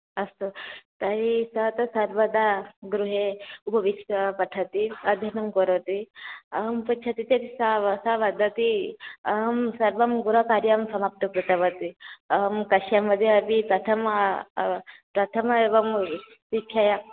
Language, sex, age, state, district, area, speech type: Sanskrit, female, 18-30, Odisha, Cuttack, rural, conversation